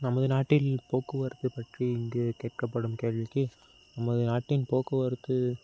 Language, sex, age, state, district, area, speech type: Tamil, male, 30-45, Tamil Nadu, Tiruvarur, rural, spontaneous